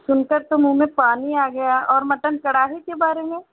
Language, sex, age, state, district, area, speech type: Urdu, female, 30-45, Uttar Pradesh, Balrampur, rural, conversation